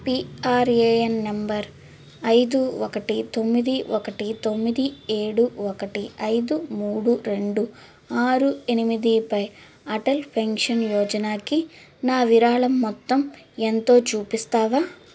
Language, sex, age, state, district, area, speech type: Telugu, female, 18-30, Andhra Pradesh, Guntur, urban, read